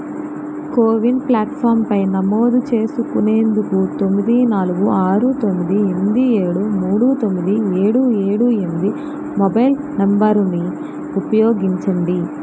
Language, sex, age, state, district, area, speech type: Telugu, female, 45-60, Andhra Pradesh, N T Rama Rao, urban, read